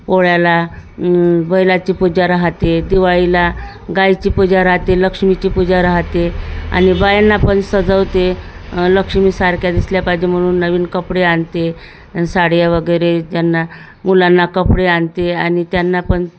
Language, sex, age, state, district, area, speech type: Marathi, female, 45-60, Maharashtra, Thane, rural, spontaneous